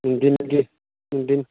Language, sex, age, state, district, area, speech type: Manipuri, male, 18-30, Manipur, Thoubal, rural, conversation